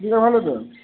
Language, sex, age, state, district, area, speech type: Bengali, male, 30-45, West Bengal, Purba Bardhaman, urban, conversation